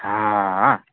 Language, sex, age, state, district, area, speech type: Gujarati, male, 18-30, Gujarat, Surat, urban, conversation